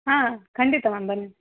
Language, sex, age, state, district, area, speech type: Kannada, female, 18-30, Karnataka, Vijayanagara, rural, conversation